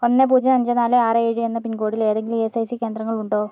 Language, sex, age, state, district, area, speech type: Malayalam, female, 60+, Kerala, Kozhikode, urban, read